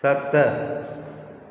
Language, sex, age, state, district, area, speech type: Sindhi, male, 45-60, Gujarat, Junagadh, urban, read